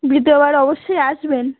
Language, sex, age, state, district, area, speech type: Bengali, female, 18-30, West Bengal, North 24 Parganas, rural, conversation